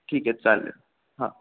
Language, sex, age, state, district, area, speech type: Marathi, male, 18-30, Maharashtra, Ratnagiri, rural, conversation